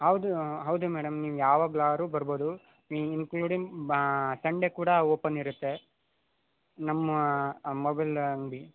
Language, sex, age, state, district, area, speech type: Kannada, male, 18-30, Karnataka, Chamarajanagar, rural, conversation